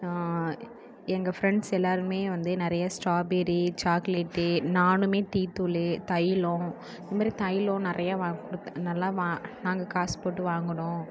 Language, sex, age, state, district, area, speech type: Tamil, female, 18-30, Tamil Nadu, Mayiladuthurai, urban, spontaneous